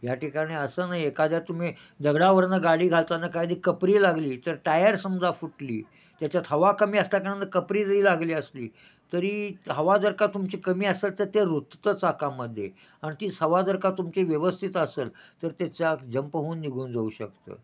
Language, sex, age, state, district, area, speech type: Marathi, male, 60+, Maharashtra, Kolhapur, urban, spontaneous